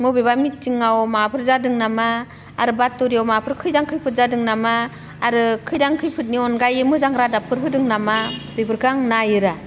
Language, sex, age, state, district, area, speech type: Bodo, female, 45-60, Assam, Udalguri, rural, spontaneous